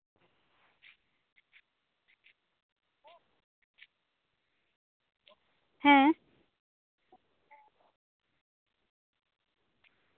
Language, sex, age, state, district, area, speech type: Santali, female, 18-30, West Bengal, Bankura, rural, conversation